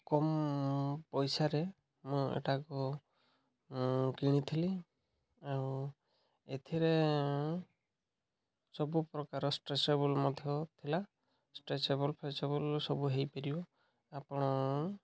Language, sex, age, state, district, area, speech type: Odia, male, 30-45, Odisha, Mayurbhanj, rural, spontaneous